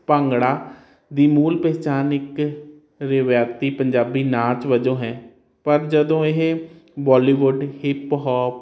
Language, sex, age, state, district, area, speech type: Punjabi, male, 30-45, Punjab, Hoshiarpur, urban, spontaneous